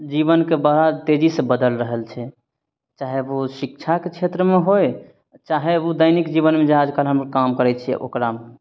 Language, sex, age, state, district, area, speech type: Maithili, male, 30-45, Bihar, Begusarai, urban, spontaneous